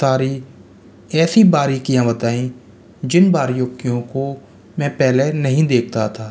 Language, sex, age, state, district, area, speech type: Hindi, male, 30-45, Rajasthan, Jaipur, rural, spontaneous